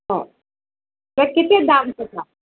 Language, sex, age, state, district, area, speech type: Odia, male, 45-60, Odisha, Nuapada, urban, conversation